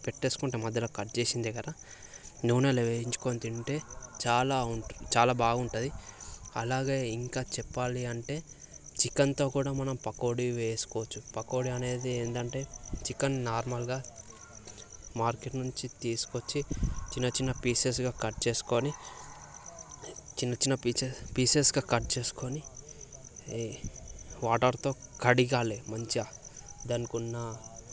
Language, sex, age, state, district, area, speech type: Telugu, male, 18-30, Telangana, Vikarabad, urban, spontaneous